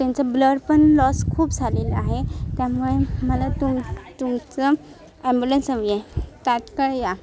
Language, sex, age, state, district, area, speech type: Marathi, female, 18-30, Maharashtra, Sindhudurg, rural, spontaneous